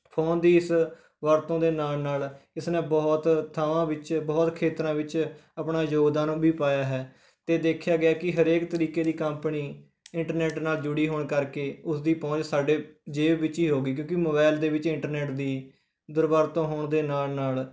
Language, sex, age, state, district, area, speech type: Punjabi, male, 18-30, Punjab, Rupnagar, rural, spontaneous